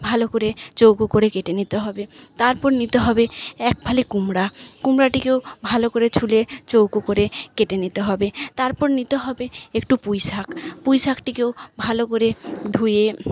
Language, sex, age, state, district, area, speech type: Bengali, female, 30-45, West Bengal, Paschim Medinipur, rural, spontaneous